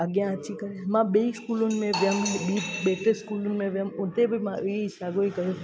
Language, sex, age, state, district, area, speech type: Sindhi, female, 18-30, Gujarat, Junagadh, rural, spontaneous